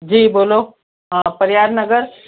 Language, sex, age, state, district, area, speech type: Hindi, female, 45-60, Rajasthan, Jodhpur, urban, conversation